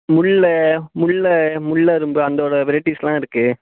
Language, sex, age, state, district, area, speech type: Tamil, male, 45-60, Tamil Nadu, Mayiladuthurai, rural, conversation